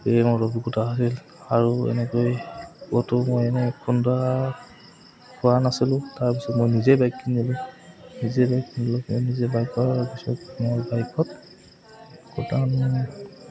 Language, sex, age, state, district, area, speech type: Assamese, male, 30-45, Assam, Goalpara, rural, spontaneous